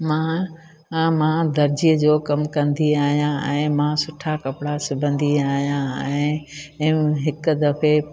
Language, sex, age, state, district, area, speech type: Sindhi, female, 60+, Gujarat, Junagadh, rural, spontaneous